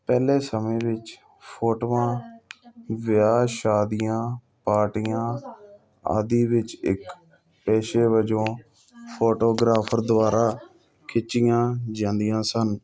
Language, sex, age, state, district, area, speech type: Punjabi, male, 30-45, Punjab, Hoshiarpur, urban, spontaneous